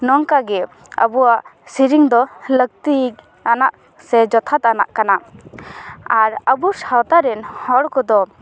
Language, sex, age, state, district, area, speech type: Santali, female, 18-30, West Bengal, Paschim Bardhaman, rural, spontaneous